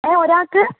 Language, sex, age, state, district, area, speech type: Malayalam, female, 18-30, Kerala, Pathanamthitta, urban, conversation